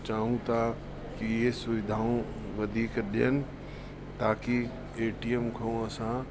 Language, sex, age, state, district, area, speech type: Sindhi, male, 60+, Uttar Pradesh, Lucknow, rural, spontaneous